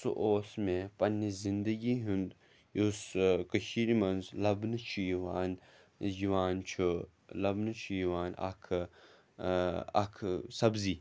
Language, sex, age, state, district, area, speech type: Kashmiri, male, 30-45, Jammu and Kashmir, Srinagar, urban, spontaneous